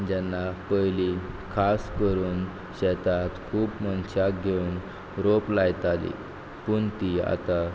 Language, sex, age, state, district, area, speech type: Goan Konkani, male, 18-30, Goa, Quepem, rural, spontaneous